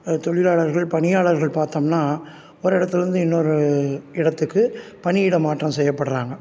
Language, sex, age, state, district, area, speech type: Tamil, male, 60+, Tamil Nadu, Salem, urban, spontaneous